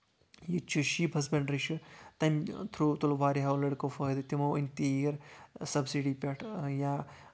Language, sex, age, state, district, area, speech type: Kashmiri, male, 18-30, Jammu and Kashmir, Anantnag, rural, spontaneous